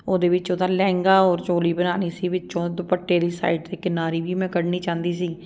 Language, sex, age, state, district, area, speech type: Punjabi, female, 45-60, Punjab, Ludhiana, urban, spontaneous